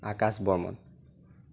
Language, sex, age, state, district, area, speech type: Assamese, male, 18-30, Assam, Sonitpur, rural, spontaneous